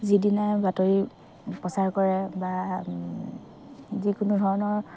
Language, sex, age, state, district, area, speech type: Assamese, female, 45-60, Assam, Dhemaji, rural, spontaneous